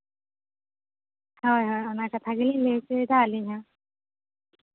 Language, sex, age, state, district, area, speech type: Santali, female, 18-30, West Bengal, Jhargram, rural, conversation